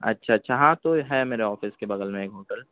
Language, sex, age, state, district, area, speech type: Urdu, male, 18-30, Uttar Pradesh, Balrampur, rural, conversation